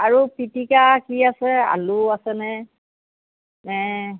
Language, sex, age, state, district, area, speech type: Assamese, female, 60+, Assam, Golaghat, urban, conversation